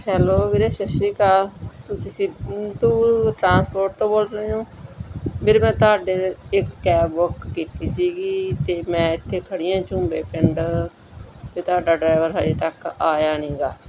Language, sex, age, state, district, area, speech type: Punjabi, female, 45-60, Punjab, Bathinda, rural, spontaneous